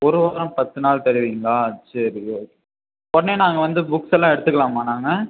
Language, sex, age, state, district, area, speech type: Tamil, male, 18-30, Tamil Nadu, Tiruchirappalli, rural, conversation